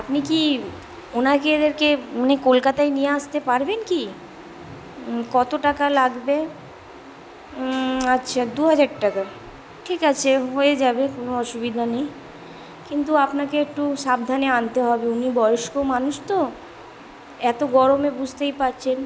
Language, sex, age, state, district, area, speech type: Bengali, female, 18-30, West Bengal, Kolkata, urban, spontaneous